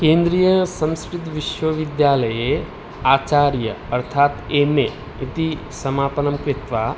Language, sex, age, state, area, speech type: Sanskrit, male, 18-30, Tripura, rural, spontaneous